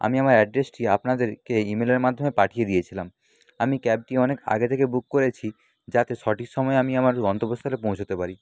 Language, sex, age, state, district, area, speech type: Bengali, male, 30-45, West Bengal, Nadia, rural, spontaneous